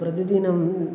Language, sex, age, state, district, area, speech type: Sanskrit, male, 18-30, Kerala, Thrissur, urban, spontaneous